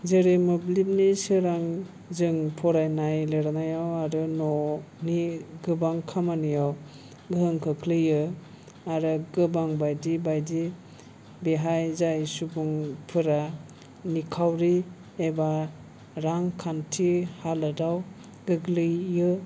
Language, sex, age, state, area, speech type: Bodo, male, 18-30, Assam, urban, spontaneous